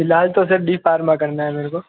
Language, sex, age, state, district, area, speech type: Hindi, male, 18-30, Rajasthan, Jodhpur, urban, conversation